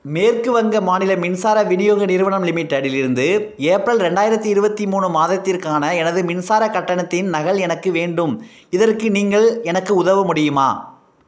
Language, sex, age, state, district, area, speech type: Tamil, male, 45-60, Tamil Nadu, Thanjavur, rural, read